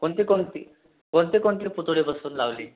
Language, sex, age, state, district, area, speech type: Marathi, other, 18-30, Maharashtra, Buldhana, urban, conversation